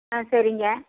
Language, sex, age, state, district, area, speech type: Tamil, female, 60+, Tamil Nadu, Erode, urban, conversation